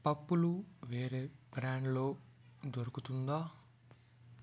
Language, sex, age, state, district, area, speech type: Telugu, male, 60+, Andhra Pradesh, Chittoor, rural, read